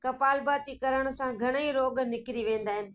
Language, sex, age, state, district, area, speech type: Sindhi, female, 60+, Gujarat, Kutch, urban, spontaneous